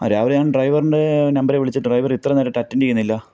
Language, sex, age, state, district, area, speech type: Malayalam, male, 30-45, Kerala, Pathanamthitta, rural, spontaneous